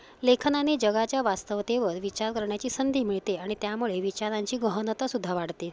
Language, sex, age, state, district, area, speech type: Marathi, female, 45-60, Maharashtra, Palghar, urban, spontaneous